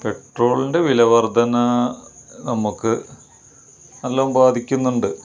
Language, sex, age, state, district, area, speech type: Malayalam, male, 30-45, Kerala, Malappuram, rural, spontaneous